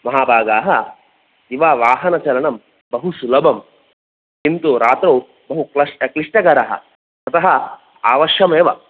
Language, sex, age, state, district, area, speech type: Sanskrit, male, 18-30, Karnataka, Dakshina Kannada, rural, conversation